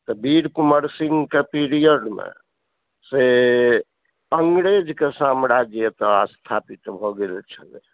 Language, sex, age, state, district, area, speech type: Maithili, male, 60+, Bihar, Purnia, urban, conversation